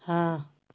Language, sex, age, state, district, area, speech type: Hindi, female, 45-60, Uttar Pradesh, Azamgarh, rural, read